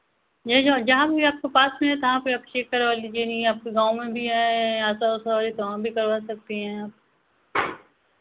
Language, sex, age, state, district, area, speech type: Hindi, female, 30-45, Uttar Pradesh, Ghazipur, rural, conversation